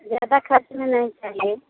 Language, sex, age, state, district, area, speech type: Hindi, female, 45-60, Uttar Pradesh, Mirzapur, rural, conversation